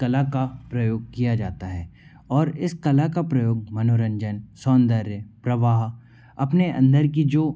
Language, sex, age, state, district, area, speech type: Hindi, male, 45-60, Madhya Pradesh, Bhopal, urban, spontaneous